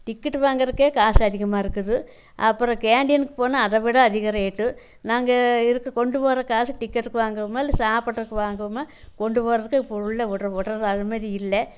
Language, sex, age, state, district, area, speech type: Tamil, female, 60+, Tamil Nadu, Coimbatore, rural, spontaneous